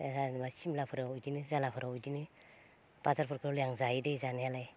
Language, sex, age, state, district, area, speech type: Bodo, female, 30-45, Assam, Baksa, rural, spontaneous